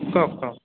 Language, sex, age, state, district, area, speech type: Assamese, male, 18-30, Assam, Dhemaji, urban, conversation